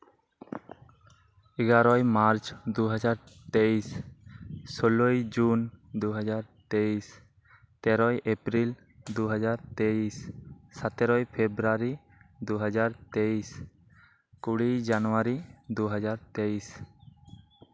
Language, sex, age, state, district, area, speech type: Santali, male, 18-30, West Bengal, Birbhum, rural, spontaneous